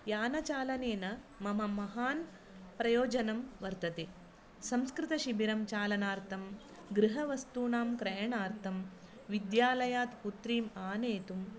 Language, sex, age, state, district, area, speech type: Sanskrit, female, 45-60, Karnataka, Dakshina Kannada, rural, spontaneous